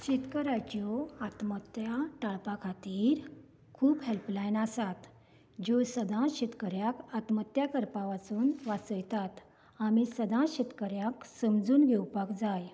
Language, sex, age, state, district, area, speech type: Goan Konkani, female, 45-60, Goa, Canacona, rural, spontaneous